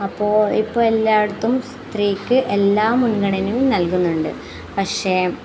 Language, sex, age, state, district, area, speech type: Malayalam, female, 30-45, Kerala, Kasaragod, rural, spontaneous